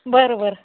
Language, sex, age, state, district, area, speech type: Marathi, female, 30-45, Maharashtra, Hingoli, urban, conversation